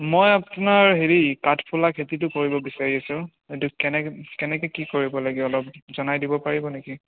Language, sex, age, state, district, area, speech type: Assamese, male, 30-45, Assam, Biswanath, rural, conversation